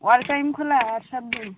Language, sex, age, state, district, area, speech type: Bengali, female, 30-45, West Bengal, Birbhum, urban, conversation